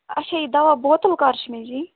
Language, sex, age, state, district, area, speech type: Kashmiri, female, 30-45, Jammu and Kashmir, Bandipora, rural, conversation